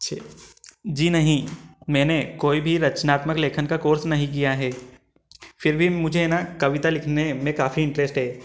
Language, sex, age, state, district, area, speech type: Hindi, male, 18-30, Madhya Pradesh, Ujjain, urban, spontaneous